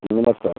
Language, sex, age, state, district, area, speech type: Hindi, male, 45-60, Uttar Pradesh, Jaunpur, rural, conversation